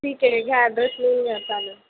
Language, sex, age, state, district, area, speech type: Marathi, female, 18-30, Maharashtra, Mumbai Suburban, urban, conversation